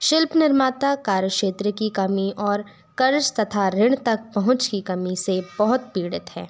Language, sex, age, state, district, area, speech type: Hindi, female, 30-45, Madhya Pradesh, Bhopal, urban, spontaneous